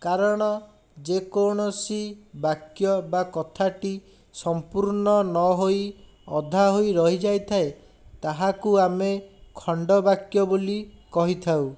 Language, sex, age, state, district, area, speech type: Odia, male, 60+, Odisha, Bhadrak, rural, spontaneous